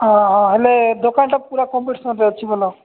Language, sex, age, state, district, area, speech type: Odia, male, 45-60, Odisha, Nabarangpur, rural, conversation